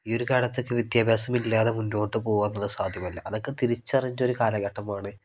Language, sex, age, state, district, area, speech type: Malayalam, male, 18-30, Kerala, Kozhikode, rural, spontaneous